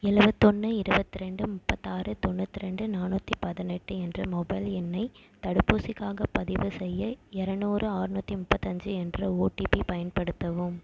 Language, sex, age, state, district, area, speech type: Tamil, female, 18-30, Tamil Nadu, Perambalur, urban, read